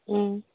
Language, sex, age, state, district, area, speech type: Manipuri, female, 18-30, Manipur, Senapati, urban, conversation